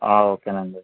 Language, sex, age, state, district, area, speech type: Telugu, male, 18-30, Andhra Pradesh, Eluru, rural, conversation